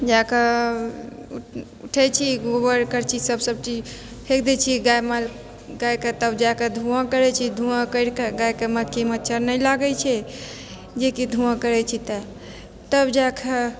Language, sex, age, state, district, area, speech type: Maithili, female, 30-45, Bihar, Purnia, rural, spontaneous